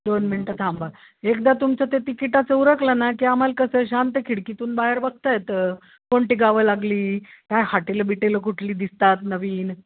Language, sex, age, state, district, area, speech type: Marathi, female, 60+, Maharashtra, Ahmednagar, urban, conversation